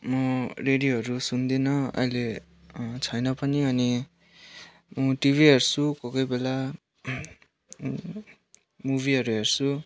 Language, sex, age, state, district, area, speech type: Nepali, male, 18-30, West Bengal, Kalimpong, rural, spontaneous